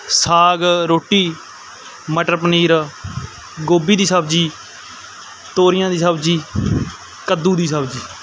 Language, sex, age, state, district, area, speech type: Punjabi, male, 18-30, Punjab, Barnala, rural, spontaneous